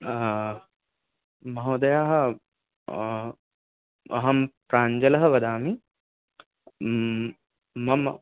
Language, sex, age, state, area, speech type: Sanskrit, male, 18-30, Rajasthan, urban, conversation